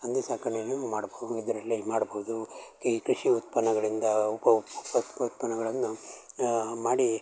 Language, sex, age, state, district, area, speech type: Kannada, male, 60+, Karnataka, Shimoga, rural, spontaneous